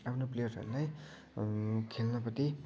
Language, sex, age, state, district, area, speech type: Nepali, male, 18-30, West Bengal, Kalimpong, rural, spontaneous